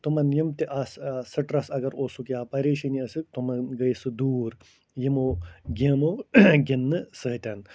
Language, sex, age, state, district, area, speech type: Kashmiri, male, 45-60, Jammu and Kashmir, Ganderbal, rural, spontaneous